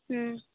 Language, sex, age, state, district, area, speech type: Santali, female, 18-30, West Bengal, Purulia, rural, conversation